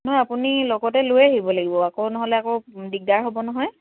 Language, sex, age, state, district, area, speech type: Assamese, female, 18-30, Assam, Lakhimpur, urban, conversation